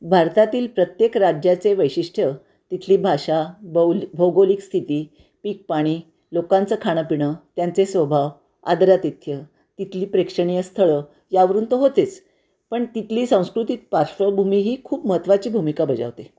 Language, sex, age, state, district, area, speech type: Marathi, female, 60+, Maharashtra, Nashik, urban, spontaneous